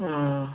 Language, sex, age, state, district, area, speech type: Bengali, male, 45-60, West Bengal, North 24 Parganas, rural, conversation